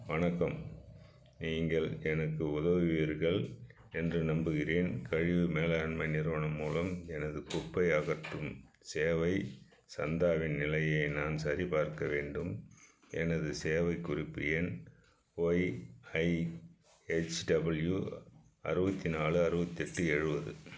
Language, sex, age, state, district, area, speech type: Tamil, male, 60+, Tamil Nadu, Viluppuram, rural, read